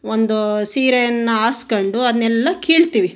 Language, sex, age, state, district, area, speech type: Kannada, female, 45-60, Karnataka, Chitradurga, rural, spontaneous